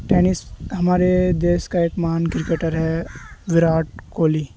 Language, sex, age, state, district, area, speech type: Urdu, male, 18-30, Bihar, Khagaria, rural, spontaneous